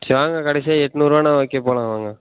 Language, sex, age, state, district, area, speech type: Tamil, male, 18-30, Tamil Nadu, Ariyalur, rural, conversation